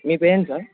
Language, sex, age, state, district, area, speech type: Telugu, male, 18-30, Telangana, Bhadradri Kothagudem, urban, conversation